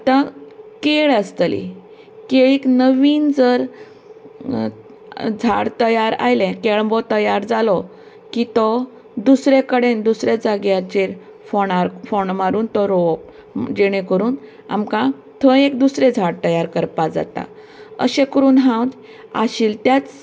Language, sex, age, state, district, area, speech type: Goan Konkani, female, 45-60, Goa, Canacona, rural, spontaneous